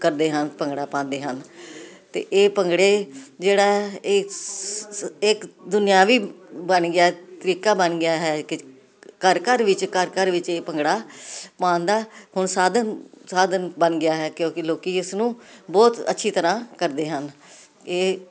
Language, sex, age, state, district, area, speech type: Punjabi, female, 60+, Punjab, Jalandhar, urban, spontaneous